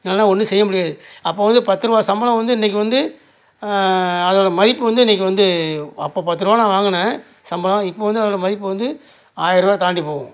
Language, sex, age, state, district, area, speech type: Tamil, male, 60+, Tamil Nadu, Nagapattinam, rural, spontaneous